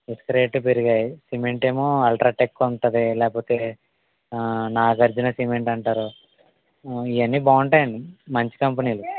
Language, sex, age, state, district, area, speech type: Telugu, male, 18-30, Andhra Pradesh, West Godavari, rural, conversation